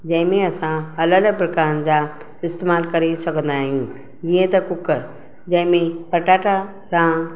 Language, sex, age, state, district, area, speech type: Sindhi, female, 45-60, Maharashtra, Mumbai Suburban, urban, spontaneous